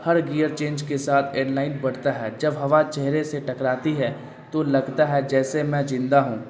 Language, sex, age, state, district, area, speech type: Urdu, male, 18-30, Bihar, Darbhanga, urban, spontaneous